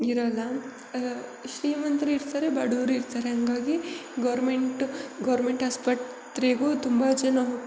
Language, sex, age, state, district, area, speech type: Kannada, female, 30-45, Karnataka, Hassan, urban, spontaneous